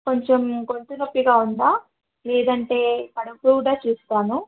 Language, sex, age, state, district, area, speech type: Telugu, female, 30-45, Telangana, Khammam, urban, conversation